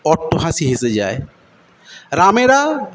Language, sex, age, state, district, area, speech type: Bengali, male, 45-60, West Bengal, Paschim Medinipur, rural, spontaneous